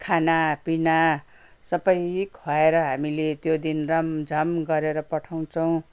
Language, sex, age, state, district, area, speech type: Nepali, female, 60+, West Bengal, Kalimpong, rural, spontaneous